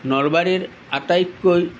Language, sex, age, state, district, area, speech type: Assamese, male, 45-60, Assam, Nalbari, rural, spontaneous